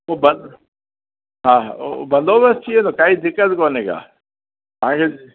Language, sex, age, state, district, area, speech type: Sindhi, male, 60+, Rajasthan, Ajmer, urban, conversation